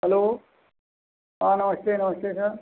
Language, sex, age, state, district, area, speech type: Hindi, male, 45-60, Uttar Pradesh, Azamgarh, rural, conversation